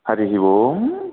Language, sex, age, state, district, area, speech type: Sanskrit, male, 45-60, Andhra Pradesh, Krishna, urban, conversation